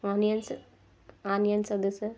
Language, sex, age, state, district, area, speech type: Telugu, female, 45-60, Andhra Pradesh, Kurnool, rural, spontaneous